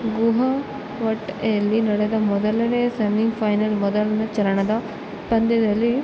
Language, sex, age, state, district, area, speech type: Kannada, female, 18-30, Karnataka, Bellary, rural, spontaneous